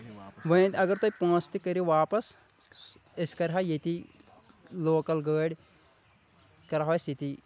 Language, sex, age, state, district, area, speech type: Kashmiri, male, 30-45, Jammu and Kashmir, Kulgam, rural, spontaneous